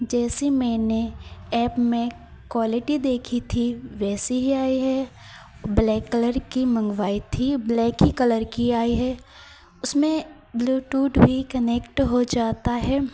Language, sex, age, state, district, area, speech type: Hindi, female, 18-30, Madhya Pradesh, Hoshangabad, urban, spontaneous